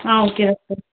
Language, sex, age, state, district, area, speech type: Tamil, female, 18-30, Tamil Nadu, Chennai, urban, conversation